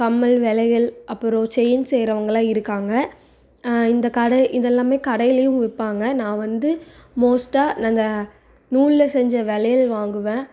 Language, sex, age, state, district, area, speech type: Tamil, female, 18-30, Tamil Nadu, Coimbatore, rural, spontaneous